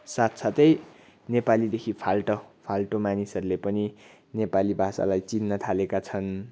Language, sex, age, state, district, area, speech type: Nepali, male, 45-60, West Bengal, Darjeeling, rural, spontaneous